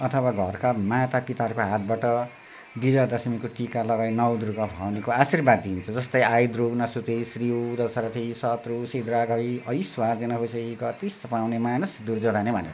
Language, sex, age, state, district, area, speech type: Nepali, male, 60+, West Bengal, Darjeeling, rural, spontaneous